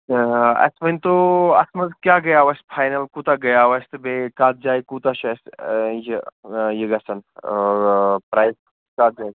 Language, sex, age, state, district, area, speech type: Kashmiri, male, 18-30, Jammu and Kashmir, Srinagar, urban, conversation